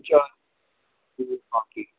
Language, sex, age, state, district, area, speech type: Kashmiri, male, 30-45, Jammu and Kashmir, Srinagar, urban, conversation